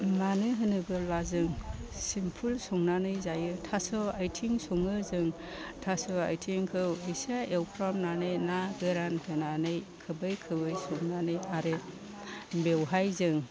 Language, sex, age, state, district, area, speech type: Bodo, female, 60+, Assam, Chirang, rural, spontaneous